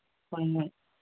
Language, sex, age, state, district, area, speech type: Manipuri, female, 45-60, Manipur, Churachandpur, rural, conversation